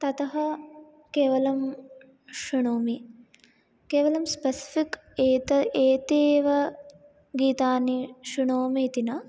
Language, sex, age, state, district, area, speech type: Sanskrit, female, 18-30, Telangana, Hyderabad, urban, spontaneous